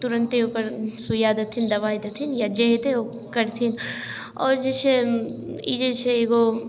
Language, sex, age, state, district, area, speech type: Maithili, female, 18-30, Bihar, Darbhanga, rural, spontaneous